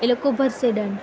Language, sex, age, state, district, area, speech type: Gujarati, female, 18-30, Gujarat, Valsad, urban, spontaneous